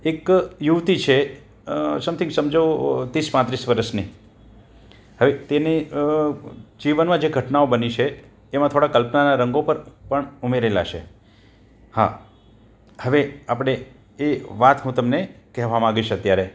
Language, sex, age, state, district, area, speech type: Gujarati, male, 60+, Gujarat, Rajkot, urban, spontaneous